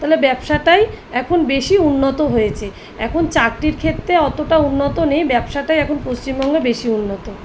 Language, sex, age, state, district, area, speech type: Bengali, female, 30-45, West Bengal, South 24 Parganas, urban, spontaneous